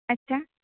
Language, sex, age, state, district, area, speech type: Santali, female, 18-30, West Bengal, Jhargram, rural, conversation